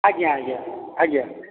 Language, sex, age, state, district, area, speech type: Odia, male, 30-45, Odisha, Boudh, rural, conversation